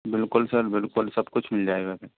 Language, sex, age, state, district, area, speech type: Hindi, male, 18-30, Rajasthan, Karauli, rural, conversation